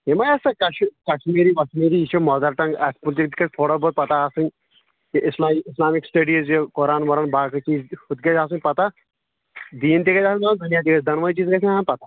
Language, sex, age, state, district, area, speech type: Kashmiri, male, 30-45, Jammu and Kashmir, Kulgam, rural, conversation